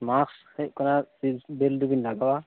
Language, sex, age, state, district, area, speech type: Santali, male, 18-30, West Bengal, Bankura, rural, conversation